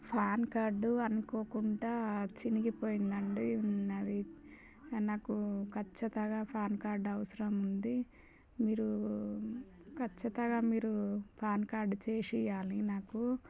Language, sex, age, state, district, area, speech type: Telugu, female, 30-45, Telangana, Warangal, rural, spontaneous